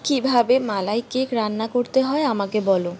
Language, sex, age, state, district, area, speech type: Bengali, female, 18-30, West Bengal, Kolkata, urban, read